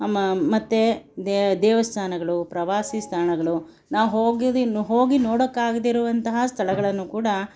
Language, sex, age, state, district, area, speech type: Kannada, female, 60+, Karnataka, Bangalore Urban, urban, spontaneous